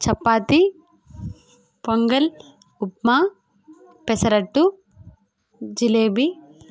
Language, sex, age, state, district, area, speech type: Telugu, female, 18-30, Andhra Pradesh, Kadapa, rural, spontaneous